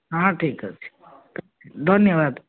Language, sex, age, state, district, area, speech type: Odia, female, 60+, Odisha, Gajapati, rural, conversation